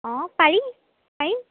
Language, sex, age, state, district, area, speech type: Assamese, female, 18-30, Assam, Charaideo, urban, conversation